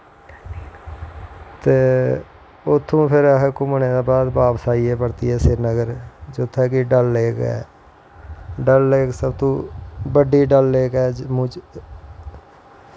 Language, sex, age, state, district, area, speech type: Dogri, male, 45-60, Jammu and Kashmir, Jammu, rural, spontaneous